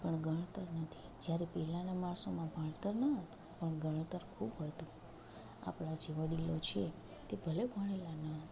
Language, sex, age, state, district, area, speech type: Gujarati, female, 30-45, Gujarat, Junagadh, rural, spontaneous